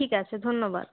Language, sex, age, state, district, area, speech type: Bengali, female, 60+, West Bengal, Paschim Bardhaman, urban, conversation